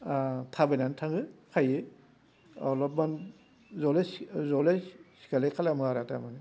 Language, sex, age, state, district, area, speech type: Bodo, male, 60+, Assam, Baksa, rural, spontaneous